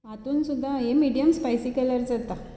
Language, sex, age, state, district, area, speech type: Goan Konkani, female, 45-60, Goa, Bardez, urban, spontaneous